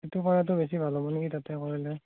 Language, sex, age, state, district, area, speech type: Assamese, male, 18-30, Assam, Morigaon, rural, conversation